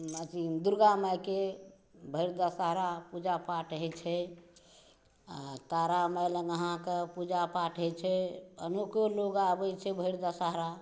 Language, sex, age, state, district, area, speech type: Maithili, female, 60+, Bihar, Saharsa, rural, spontaneous